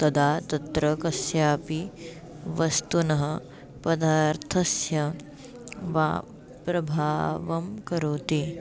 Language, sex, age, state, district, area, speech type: Sanskrit, female, 18-30, Maharashtra, Chandrapur, urban, spontaneous